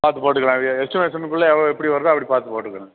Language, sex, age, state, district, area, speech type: Tamil, male, 45-60, Tamil Nadu, Thanjavur, urban, conversation